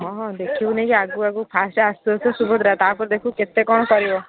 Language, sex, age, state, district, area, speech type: Odia, female, 60+, Odisha, Jharsuguda, rural, conversation